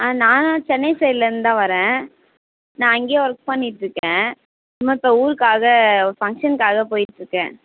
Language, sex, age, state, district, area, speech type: Tamil, female, 18-30, Tamil Nadu, Kallakurichi, rural, conversation